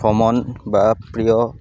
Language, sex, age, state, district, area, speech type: Assamese, male, 18-30, Assam, Udalguri, urban, spontaneous